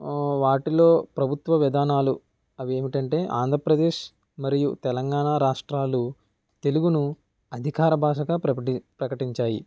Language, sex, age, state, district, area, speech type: Telugu, male, 18-30, Andhra Pradesh, Kakinada, rural, spontaneous